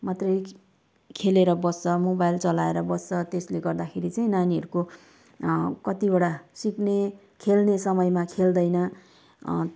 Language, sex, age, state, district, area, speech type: Nepali, female, 30-45, West Bengal, Kalimpong, rural, spontaneous